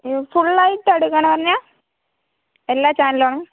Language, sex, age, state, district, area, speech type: Malayalam, female, 30-45, Kerala, Palakkad, rural, conversation